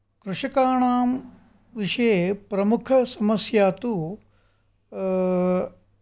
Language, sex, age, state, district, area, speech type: Sanskrit, male, 60+, Karnataka, Mysore, urban, spontaneous